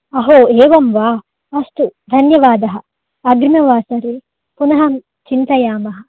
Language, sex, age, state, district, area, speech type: Sanskrit, female, 18-30, Karnataka, Dakshina Kannada, urban, conversation